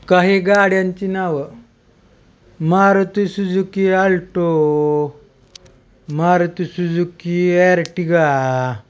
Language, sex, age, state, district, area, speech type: Marathi, male, 30-45, Maharashtra, Beed, urban, spontaneous